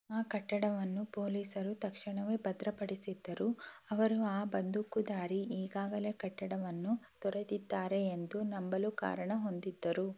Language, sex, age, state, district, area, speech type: Kannada, female, 18-30, Karnataka, Shimoga, urban, read